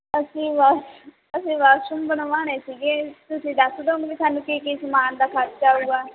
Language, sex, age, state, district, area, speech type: Punjabi, female, 18-30, Punjab, Barnala, urban, conversation